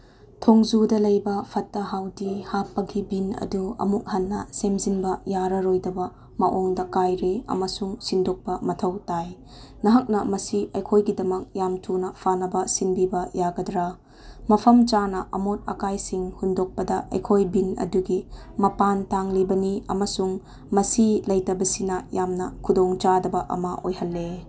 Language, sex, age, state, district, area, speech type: Manipuri, female, 30-45, Manipur, Chandel, rural, read